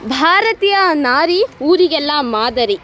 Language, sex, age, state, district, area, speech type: Kannada, female, 18-30, Karnataka, Dharwad, rural, spontaneous